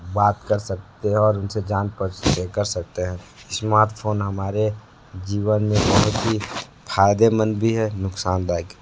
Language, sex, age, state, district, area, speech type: Hindi, male, 18-30, Uttar Pradesh, Sonbhadra, rural, spontaneous